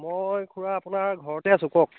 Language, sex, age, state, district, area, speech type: Assamese, male, 30-45, Assam, Charaideo, urban, conversation